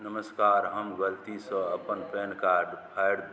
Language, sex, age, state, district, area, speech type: Maithili, male, 45-60, Bihar, Madhubani, rural, read